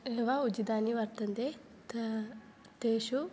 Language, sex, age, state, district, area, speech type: Sanskrit, female, 18-30, Kerala, Kannur, urban, spontaneous